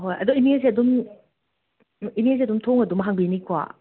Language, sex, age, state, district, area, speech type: Manipuri, female, 45-60, Manipur, Imphal West, urban, conversation